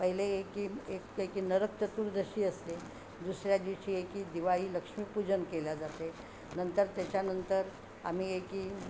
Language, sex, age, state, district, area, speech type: Marathi, female, 60+, Maharashtra, Yavatmal, urban, spontaneous